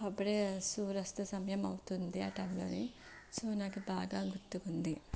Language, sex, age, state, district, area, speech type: Telugu, female, 30-45, Andhra Pradesh, Anakapalli, urban, spontaneous